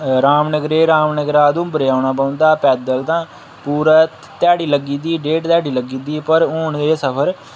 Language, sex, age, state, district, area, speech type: Dogri, male, 18-30, Jammu and Kashmir, Udhampur, rural, spontaneous